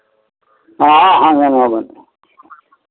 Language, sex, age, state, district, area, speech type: Maithili, male, 60+, Bihar, Madhepura, rural, conversation